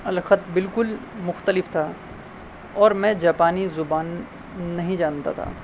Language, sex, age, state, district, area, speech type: Urdu, male, 30-45, Delhi, North West Delhi, urban, spontaneous